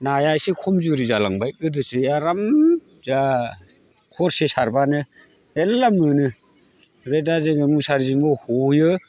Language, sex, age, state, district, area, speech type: Bodo, male, 45-60, Assam, Chirang, rural, spontaneous